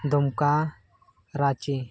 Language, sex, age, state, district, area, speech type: Santali, male, 18-30, Jharkhand, Pakur, rural, spontaneous